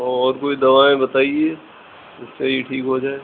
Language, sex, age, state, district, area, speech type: Urdu, male, 18-30, Uttar Pradesh, Rampur, urban, conversation